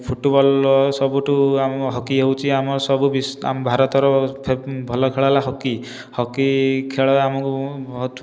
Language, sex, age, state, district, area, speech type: Odia, male, 18-30, Odisha, Khordha, rural, spontaneous